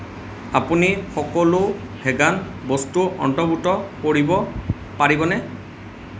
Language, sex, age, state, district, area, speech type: Assamese, male, 18-30, Assam, Nalbari, rural, read